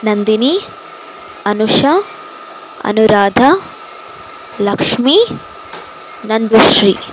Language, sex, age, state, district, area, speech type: Kannada, female, 18-30, Karnataka, Kolar, rural, spontaneous